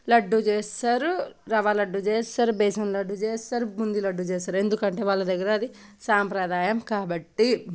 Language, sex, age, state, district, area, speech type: Telugu, female, 18-30, Telangana, Nalgonda, urban, spontaneous